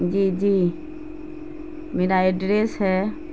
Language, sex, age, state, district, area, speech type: Urdu, female, 30-45, Bihar, Madhubani, rural, spontaneous